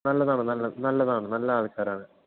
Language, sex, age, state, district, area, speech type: Malayalam, male, 18-30, Kerala, Palakkad, urban, conversation